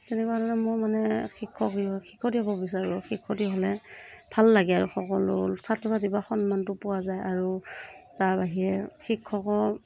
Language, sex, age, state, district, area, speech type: Assamese, female, 30-45, Assam, Morigaon, rural, spontaneous